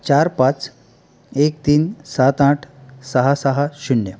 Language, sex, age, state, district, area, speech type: Marathi, male, 45-60, Maharashtra, Palghar, rural, spontaneous